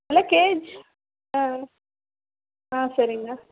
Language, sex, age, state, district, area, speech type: Tamil, female, 30-45, Tamil Nadu, Dharmapuri, rural, conversation